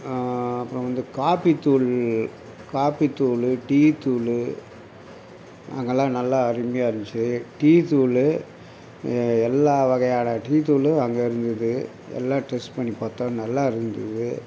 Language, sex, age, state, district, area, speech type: Tamil, male, 60+, Tamil Nadu, Mayiladuthurai, rural, spontaneous